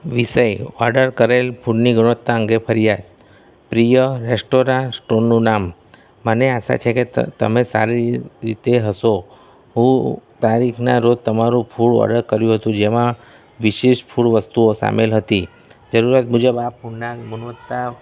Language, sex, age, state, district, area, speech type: Gujarati, male, 30-45, Gujarat, Kheda, rural, spontaneous